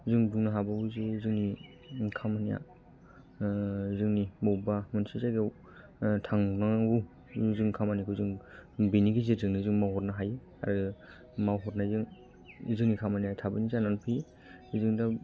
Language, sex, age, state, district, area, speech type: Bodo, male, 30-45, Assam, Kokrajhar, rural, spontaneous